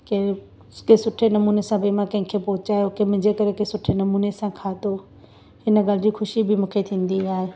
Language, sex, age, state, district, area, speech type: Sindhi, female, 30-45, Gujarat, Surat, urban, spontaneous